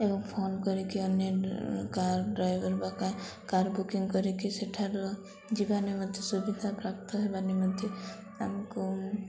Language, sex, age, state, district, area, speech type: Odia, female, 18-30, Odisha, Koraput, urban, spontaneous